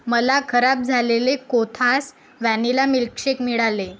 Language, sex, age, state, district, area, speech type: Marathi, female, 18-30, Maharashtra, Akola, urban, read